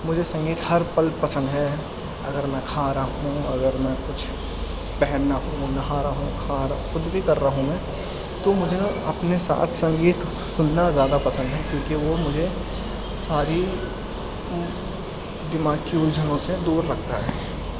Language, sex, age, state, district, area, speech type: Urdu, male, 18-30, Delhi, East Delhi, urban, spontaneous